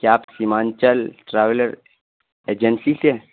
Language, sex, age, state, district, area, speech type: Urdu, male, 18-30, Bihar, Purnia, rural, conversation